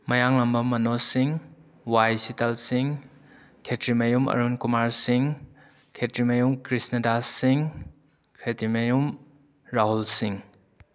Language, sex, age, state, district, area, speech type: Manipuri, male, 18-30, Manipur, Kakching, rural, spontaneous